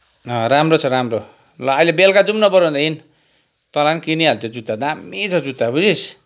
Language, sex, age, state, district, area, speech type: Nepali, male, 45-60, West Bengal, Kalimpong, rural, spontaneous